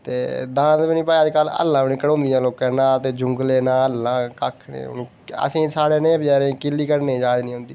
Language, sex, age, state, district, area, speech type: Dogri, male, 30-45, Jammu and Kashmir, Udhampur, rural, spontaneous